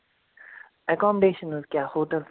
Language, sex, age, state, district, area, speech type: Kashmiri, male, 18-30, Jammu and Kashmir, Baramulla, rural, conversation